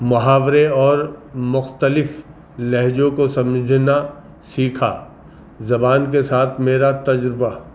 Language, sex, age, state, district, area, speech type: Urdu, male, 45-60, Uttar Pradesh, Gautam Buddha Nagar, urban, spontaneous